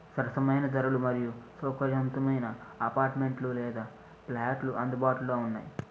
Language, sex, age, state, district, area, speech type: Telugu, male, 45-60, Andhra Pradesh, East Godavari, urban, spontaneous